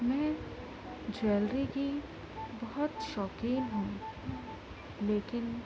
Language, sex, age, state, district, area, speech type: Urdu, female, 30-45, Uttar Pradesh, Gautam Buddha Nagar, urban, spontaneous